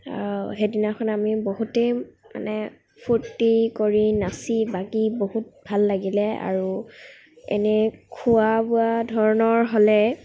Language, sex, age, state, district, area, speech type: Assamese, female, 18-30, Assam, Nagaon, rural, spontaneous